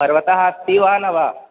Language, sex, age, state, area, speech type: Sanskrit, male, 18-30, Uttar Pradesh, urban, conversation